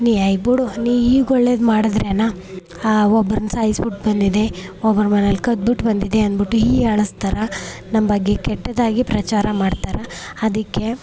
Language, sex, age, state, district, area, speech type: Kannada, female, 18-30, Karnataka, Chamarajanagar, urban, spontaneous